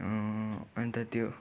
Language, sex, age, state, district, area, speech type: Nepali, male, 18-30, West Bengal, Darjeeling, rural, spontaneous